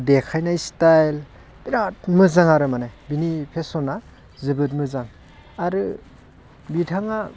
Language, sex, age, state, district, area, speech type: Bodo, male, 30-45, Assam, Baksa, urban, spontaneous